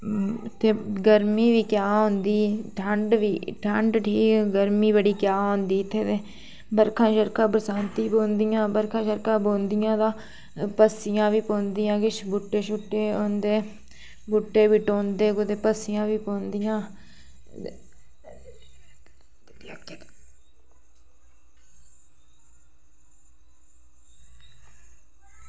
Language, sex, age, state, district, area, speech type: Dogri, female, 18-30, Jammu and Kashmir, Reasi, rural, spontaneous